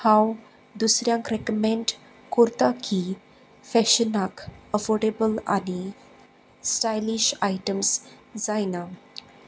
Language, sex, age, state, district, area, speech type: Goan Konkani, female, 30-45, Goa, Salcete, rural, spontaneous